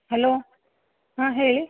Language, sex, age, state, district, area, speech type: Kannada, female, 18-30, Karnataka, Vijayanagara, rural, conversation